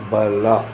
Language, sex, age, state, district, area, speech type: Kannada, male, 60+, Karnataka, Shimoga, rural, read